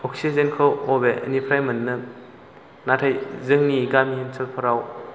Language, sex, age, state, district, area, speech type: Bodo, male, 18-30, Assam, Chirang, rural, spontaneous